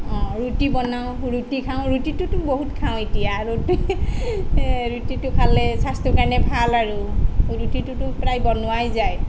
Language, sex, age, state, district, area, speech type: Assamese, female, 30-45, Assam, Sonitpur, rural, spontaneous